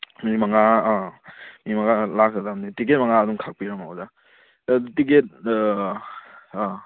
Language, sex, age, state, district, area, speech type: Manipuri, male, 18-30, Manipur, Kakching, rural, conversation